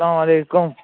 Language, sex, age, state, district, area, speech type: Kashmiri, male, 18-30, Jammu and Kashmir, Kupwara, rural, conversation